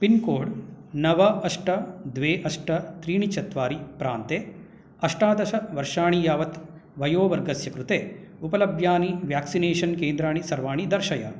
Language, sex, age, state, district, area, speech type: Sanskrit, male, 45-60, Karnataka, Bangalore Urban, urban, read